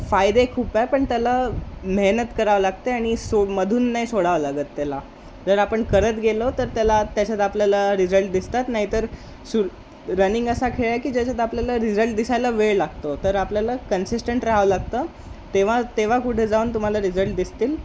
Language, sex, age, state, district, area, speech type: Marathi, male, 18-30, Maharashtra, Wardha, urban, spontaneous